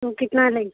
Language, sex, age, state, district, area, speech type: Hindi, female, 45-60, Uttar Pradesh, Chandauli, rural, conversation